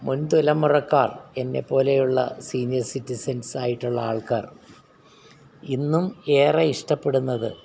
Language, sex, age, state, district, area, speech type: Malayalam, male, 60+, Kerala, Alappuzha, rural, spontaneous